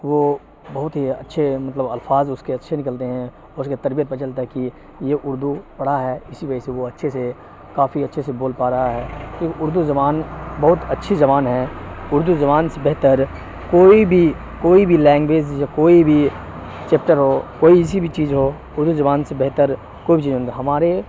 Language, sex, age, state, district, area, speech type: Urdu, male, 18-30, Bihar, Supaul, rural, spontaneous